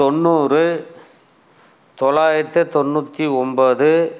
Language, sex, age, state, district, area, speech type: Tamil, male, 60+, Tamil Nadu, Dharmapuri, rural, spontaneous